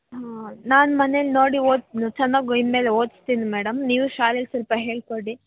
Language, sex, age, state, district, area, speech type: Kannada, female, 18-30, Karnataka, Davanagere, rural, conversation